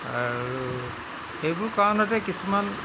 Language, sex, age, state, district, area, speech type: Assamese, male, 60+, Assam, Tinsukia, rural, spontaneous